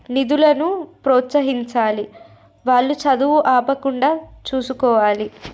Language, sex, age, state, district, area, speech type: Telugu, female, 18-30, Telangana, Nirmal, urban, spontaneous